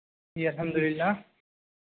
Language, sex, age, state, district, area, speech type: Urdu, male, 60+, Uttar Pradesh, Shahjahanpur, rural, conversation